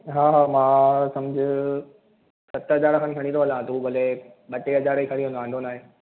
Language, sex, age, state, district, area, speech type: Sindhi, male, 18-30, Maharashtra, Thane, urban, conversation